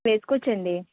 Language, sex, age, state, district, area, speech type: Telugu, female, 18-30, Andhra Pradesh, East Godavari, rural, conversation